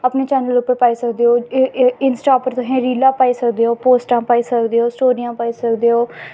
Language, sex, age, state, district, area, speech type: Dogri, female, 18-30, Jammu and Kashmir, Samba, rural, spontaneous